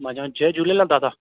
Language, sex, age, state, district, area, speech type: Sindhi, male, 18-30, Rajasthan, Ajmer, urban, conversation